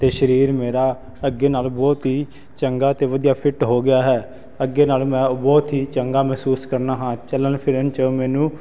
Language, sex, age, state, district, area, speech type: Punjabi, male, 30-45, Punjab, Fazilka, rural, spontaneous